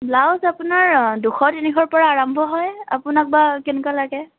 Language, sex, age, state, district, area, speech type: Assamese, female, 18-30, Assam, Morigaon, rural, conversation